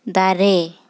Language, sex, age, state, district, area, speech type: Santali, female, 18-30, West Bengal, Paschim Bardhaman, rural, read